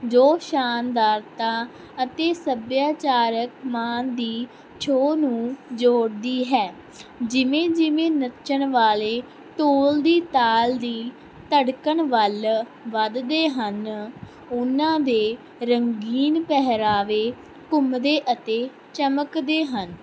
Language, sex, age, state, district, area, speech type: Punjabi, female, 18-30, Punjab, Barnala, rural, spontaneous